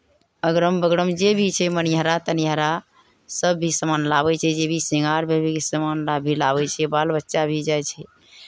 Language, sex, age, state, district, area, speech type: Maithili, female, 60+, Bihar, Araria, rural, spontaneous